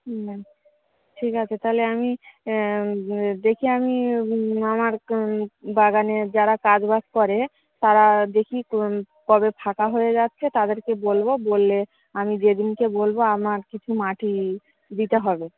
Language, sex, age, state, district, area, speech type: Bengali, female, 30-45, West Bengal, Darjeeling, urban, conversation